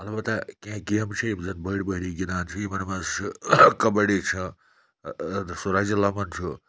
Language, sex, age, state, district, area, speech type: Kashmiri, male, 18-30, Jammu and Kashmir, Budgam, rural, spontaneous